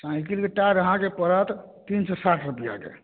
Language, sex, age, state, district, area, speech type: Maithili, male, 30-45, Bihar, Samastipur, rural, conversation